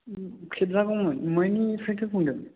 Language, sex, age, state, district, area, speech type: Bodo, male, 18-30, Assam, Chirang, urban, conversation